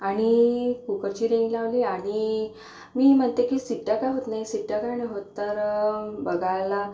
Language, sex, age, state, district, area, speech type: Marathi, female, 30-45, Maharashtra, Akola, urban, spontaneous